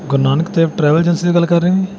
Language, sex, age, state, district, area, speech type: Punjabi, male, 18-30, Punjab, Bathinda, urban, spontaneous